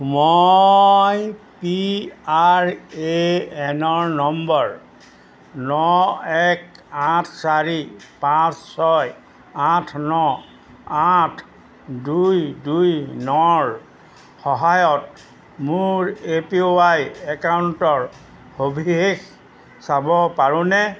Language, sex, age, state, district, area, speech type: Assamese, male, 60+, Assam, Golaghat, urban, read